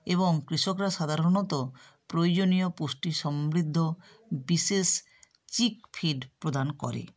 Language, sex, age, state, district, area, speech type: Bengali, female, 60+, West Bengal, South 24 Parganas, rural, spontaneous